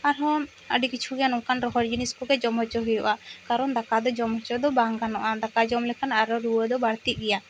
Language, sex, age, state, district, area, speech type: Santali, female, 18-30, West Bengal, Bankura, rural, spontaneous